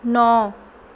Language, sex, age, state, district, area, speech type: Punjabi, female, 18-30, Punjab, Mohali, rural, read